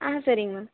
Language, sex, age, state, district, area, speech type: Tamil, female, 18-30, Tamil Nadu, Erode, rural, conversation